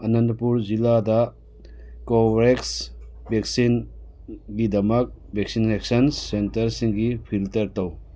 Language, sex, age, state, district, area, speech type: Manipuri, male, 60+, Manipur, Churachandpur, urban, read